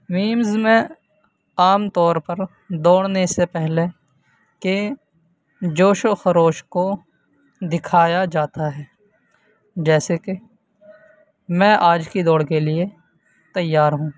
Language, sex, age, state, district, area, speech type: Urdu, male, 18-30, Uttar Pradesh, Saharanpur, urban, spontaneous